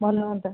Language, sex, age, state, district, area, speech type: Odia, female, 60+, Odisha, Kandhamal, rural, conversation